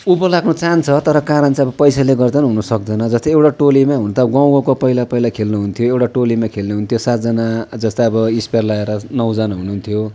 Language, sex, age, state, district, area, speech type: Nepali, male, 60+, West Bengal, Darjeeling, rural, spontaneous